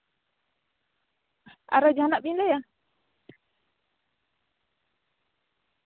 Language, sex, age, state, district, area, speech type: Santali, female, 18-30, West Bengal, Bankura, rural, conversation